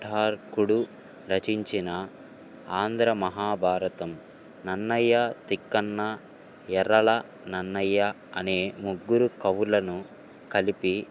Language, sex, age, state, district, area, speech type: Telugu, male, 18-30, Andhra Pradesh, Guntur, urban, spontaneous